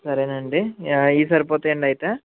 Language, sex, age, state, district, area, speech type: Telugu, male, 18-30, Andhra Pradesh, Eluru, urban, conversation